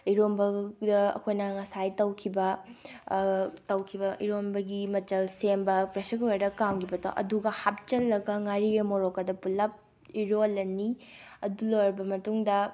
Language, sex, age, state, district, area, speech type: Manipuri, female, 18-30, Manipur, Bishnupur, rural, spontaneous